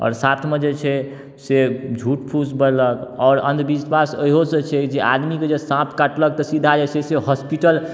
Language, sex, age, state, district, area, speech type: Maithili, male, 18-30, Bihar, Darbhanga, urban, spontaneous